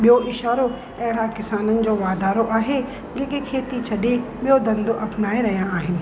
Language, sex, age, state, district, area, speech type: Sindhi, female, 30-45, Rajasthan, Ajmer, rural, spontaneous